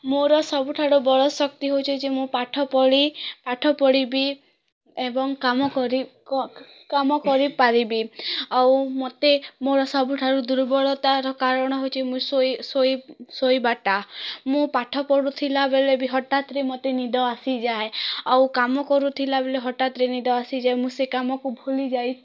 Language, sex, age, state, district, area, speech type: Odia, female, 18-30, Odisha, Kalahandi, rural, spontaneous